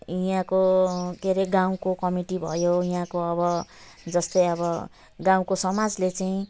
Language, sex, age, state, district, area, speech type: Nepali, female, 45-60, West Bengal, Jalpaiguri, rural, spontaneous